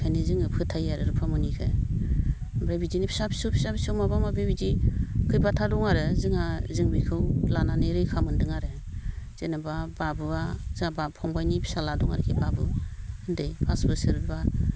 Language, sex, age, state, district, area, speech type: Bodo, female, 45-60, Assam, Baksa, rural, spontaneous